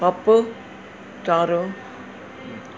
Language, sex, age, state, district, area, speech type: Telugu, female, 60+, Telangana, Hyderabad, urban, spontaneous